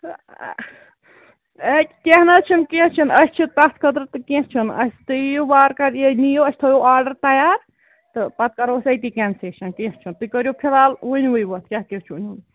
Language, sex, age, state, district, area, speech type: Kashmiri, female, 45-60, Jammu and Kashmir, Ganderbal, rural, conversation